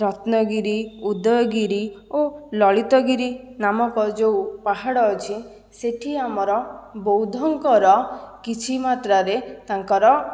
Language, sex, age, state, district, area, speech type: Odia, female, 18-30, Odisha, Jajpur, rural, spontaneous